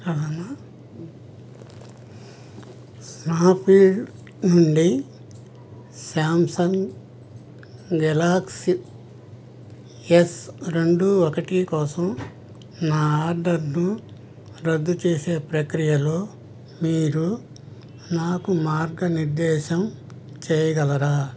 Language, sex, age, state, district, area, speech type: Telugu, male, 60+, Andhra Pradesh, N T Rama Rao, urban, read